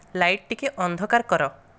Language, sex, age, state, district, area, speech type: Odia, male, 30-45, Odisha, Dhenkanal, rural, read